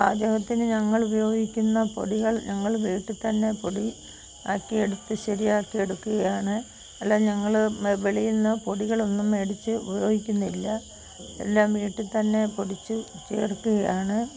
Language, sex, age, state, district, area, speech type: Malayalam, female, 45-60, Kerala, Kollam, rural, spontaneous